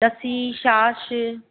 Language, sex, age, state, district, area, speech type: Sindhi, female, 45-60, Maharashtra, Thane, urban, conversation